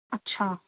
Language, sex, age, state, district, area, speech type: Urdu, female, 30-45, Delhi, Central Delhi, urban, conversation